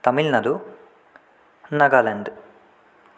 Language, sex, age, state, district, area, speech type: Assamese, male, 18-30, Assam, Sonitpur, rural, spontaneous